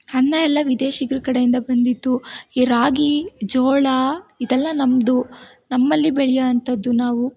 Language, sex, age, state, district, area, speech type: Kannada, female, 18-30, Karnataka, Tumkur, rural, spontaneous